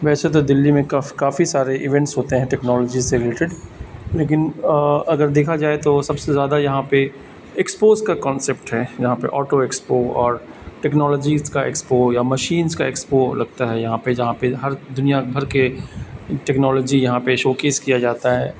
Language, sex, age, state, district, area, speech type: Urdu, male, 45-60, Delhi, South Delhi, urban, spontaneous